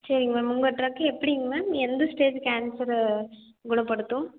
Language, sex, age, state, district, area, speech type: Tamil, female, 18-30, Tamil Nadu, Erode, rural, conversation